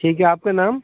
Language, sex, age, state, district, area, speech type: Urdu, male, 30-45, Delhi, North East Delhi, urban, conversation